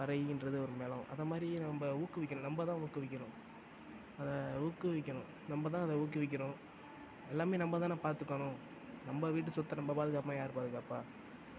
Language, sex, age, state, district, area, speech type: Tamil, male, 18-30, Tamil Nadu, Mayiladuthurai, urban, spontaneous